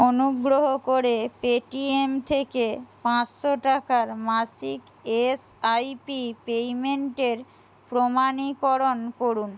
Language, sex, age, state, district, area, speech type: Bengali, female, 45-60, West Bengal, Jhargram, rural, read